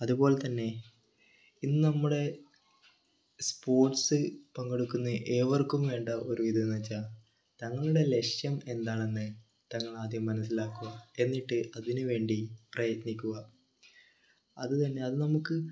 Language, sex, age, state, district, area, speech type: Malayalam, male, 18-30, Kerala, Kannur, urban, spontaneous